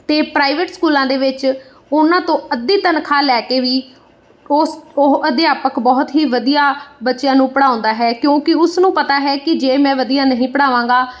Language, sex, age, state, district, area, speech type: Punjabi, female, 30-45, Punjab, Bathinda, urban, spontaneous